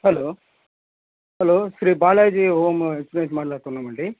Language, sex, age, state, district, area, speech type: Telugu, male, 18-30, Andhra Pradesh, Sri Balaji, urban, conversation